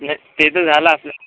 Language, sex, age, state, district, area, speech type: Marathi, male, 18-30, Maharashtra, Washim, rural, conversation